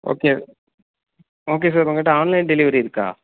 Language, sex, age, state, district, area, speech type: Tamil, male, 30-45, Tamil Nadu, Sivaganga, rural, conversation